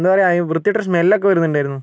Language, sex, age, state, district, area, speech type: Malayalam, male, 30-45, Kerala, Wayanad, rural, spontaneous